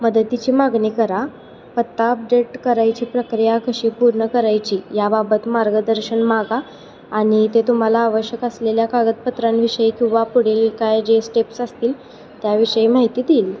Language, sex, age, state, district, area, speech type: Marathi, female, 18-30, Maharashtra, Kolhapur, urban, spontaneous